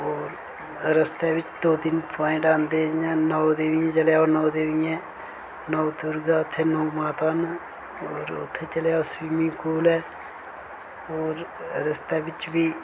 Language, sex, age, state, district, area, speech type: Dogri, male, 18-30, Jammu and Kashmir, Reasi, rural, spontaneous